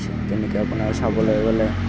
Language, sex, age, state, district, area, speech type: Assamese, male, 18-30, Assam, Kamrup Metropolitan, urban, spontaneous